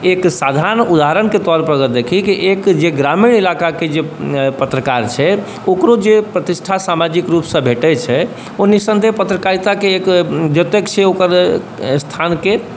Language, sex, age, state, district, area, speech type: Maithili, male, 45-60, Bihar, Saharsa, urban, spontaneous